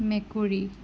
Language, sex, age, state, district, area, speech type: Assamese, female, 18-30, Assam, Kamrup Metropolitan, urban, read